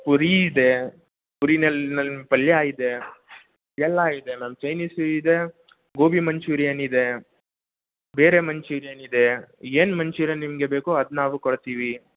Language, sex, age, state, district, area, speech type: Kannada, male, 18-30, Karnataka, Mysore, urban, conversation